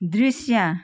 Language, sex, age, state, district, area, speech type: Nepali, female, 45-60, West Bengal, Jalpaiguri, urban, read